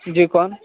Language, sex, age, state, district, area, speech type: Urdu, male, 18-30, Uttar Pradesh, Saharanpur, urban, conversation